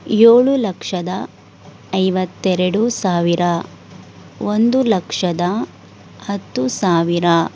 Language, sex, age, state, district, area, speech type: Kannada, female, 60+, Karnataka, Chikkaballapur, urban, spontaneous